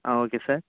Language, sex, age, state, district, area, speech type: Tamil, male, 18-30, Tamil Nadu, Nagapattinam, rural, conversation